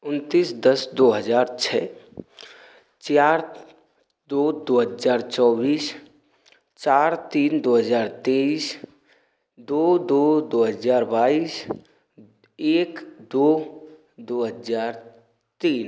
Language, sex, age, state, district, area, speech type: Hindi, male, 18-30, Rajasthan, Bharatpur, rural, spontaneous